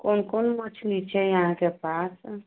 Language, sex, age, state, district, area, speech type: Maithili, female, 45-60, Bihar, Sitamarhi, rural, conversation